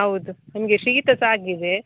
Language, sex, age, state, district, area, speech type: Kannada, female, 18-30, Karnataka, Dakshina Kannada, rural, conversation